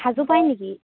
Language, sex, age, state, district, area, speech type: Assamese, female, 18-30, Assam, Charaideo, rural, conversation